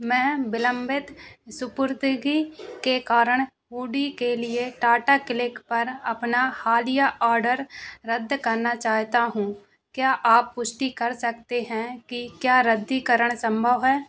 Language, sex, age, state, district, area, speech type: Hindi, female, 18-30, Madhya Pradesh, Narsinghpur, rural, read